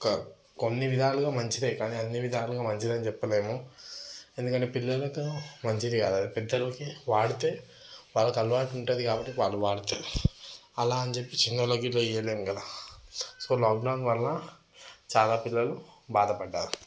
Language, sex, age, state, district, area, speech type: Telugu, male, 30-45, Telangana, Vikarabad, urban, spontaneous